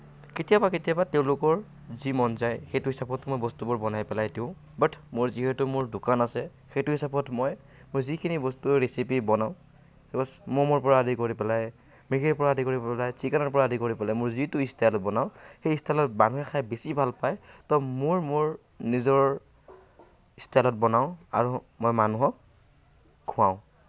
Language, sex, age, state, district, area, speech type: Assamese, male, 18-30, Assam, Kamrup Metropolitan, rural, spontaneous